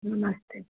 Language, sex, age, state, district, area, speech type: Hindi, female, 18-30, Uttar Pradesh, Ghazipur, urban, conversation